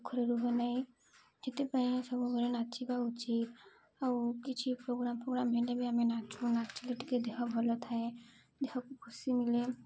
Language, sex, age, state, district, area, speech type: Odia, female, 18-30, Odisha, Malkangiri, urban, spontaneous